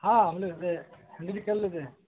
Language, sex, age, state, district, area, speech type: Urdu, male, 18-30, Bihar, Gaya, urban, conversation